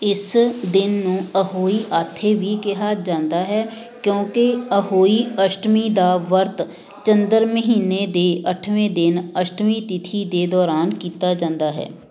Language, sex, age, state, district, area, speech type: Punjabi, female, 30-45, Punjab, Amritsar, urban, read